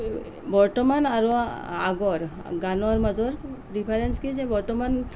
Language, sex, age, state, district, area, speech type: Assamese, female, 45-60, Assam, Nalbari, rural, spontaneous